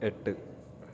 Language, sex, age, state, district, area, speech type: Malayalam, male, 18-30, Kerala, Palakkad, rural, read